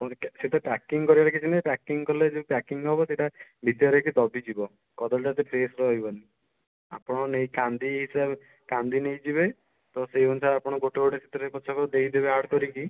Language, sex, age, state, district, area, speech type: Odia, male, 60+, Odisha, Kendujhar, urban, conversation